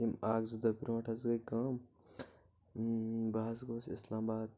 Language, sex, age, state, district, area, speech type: Kashmiri, male, 18-30, Jammu and Kashmir, Kulgam, rural, spontaneous